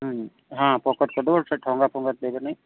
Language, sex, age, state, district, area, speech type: Odia, male, 45-60, Odisha, Sundergarh, rural, conversation